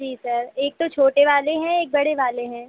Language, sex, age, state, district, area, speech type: Hindi, female, 18-30, Madhya Pradesh, Hoshangabad, urban, conversation